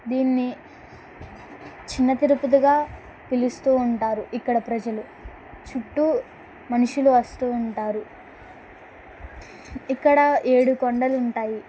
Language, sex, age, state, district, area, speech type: Telugu, female, 18-30, Andhra Pradesh, Eluru, rural, spontaneous